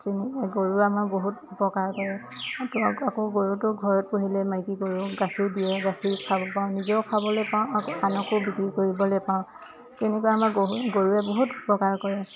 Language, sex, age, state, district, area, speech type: Assamese, female, 18-30, Assam, Dhemaji, urban, spontaneous